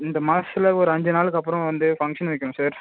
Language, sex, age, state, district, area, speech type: Tamil, male, 18-30, Tamil Nadu, Vellore, rural, conversation